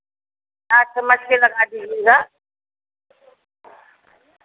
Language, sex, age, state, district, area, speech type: Hindi, female, 60+, Uttar Pradesh, Varanasi, rural, conversation